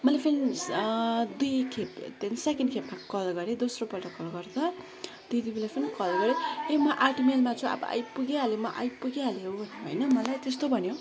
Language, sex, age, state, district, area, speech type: Nepali, female, 18-30, West Bengal, Kalimpong, rural, spontaneous